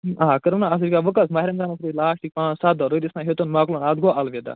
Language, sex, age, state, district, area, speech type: Kashmiri, male, 45-60, Jammu and Kashmir, Budgam, urban, conversation